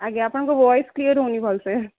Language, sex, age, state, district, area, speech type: Odia, female, 30-45, Odisha, Sundergarh, urban, conversation